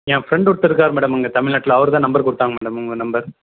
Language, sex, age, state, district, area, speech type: Tamil, male, 30-45, Tamil Nadu, Dharmapuri, rural, conversation